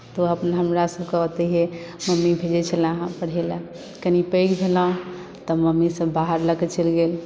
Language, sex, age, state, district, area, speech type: Maithili, female, 18-30, Bihar, Madhubani, rural, spontaneous